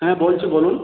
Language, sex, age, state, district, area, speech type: Bengali, male, 60+, West Bengal, Purulia, rural, conversation